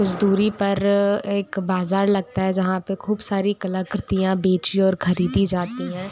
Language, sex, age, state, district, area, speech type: Hindi, female, 30-45, Madhya Pradesh, Bhopal, urban, spontaneous